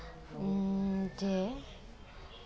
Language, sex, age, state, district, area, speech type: Santali, female, 18-30, West Bengal, Paschim Bardhaman, rural, spontaneous